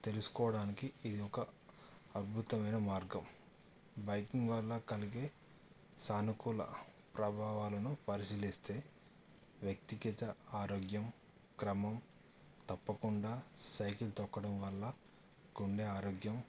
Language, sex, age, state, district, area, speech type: Telugu, male, 30-45, Telangana, Yadadri Bhuvanagiri, urban, spontaneous